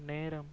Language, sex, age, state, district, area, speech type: Tamil, male, 18-30, Tamil Nadu, Perambalur, urban, read